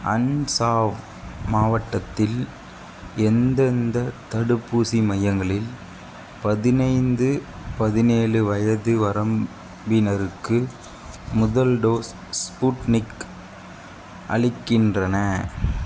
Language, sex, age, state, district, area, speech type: Tamil, male, 18-30, Tamil Nadu, Mayiladuthurai, urban, read